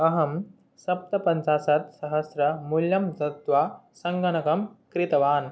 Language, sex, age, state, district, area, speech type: Sanskrit, male, 18-30, Assam, Nagaon, rural, spontaneous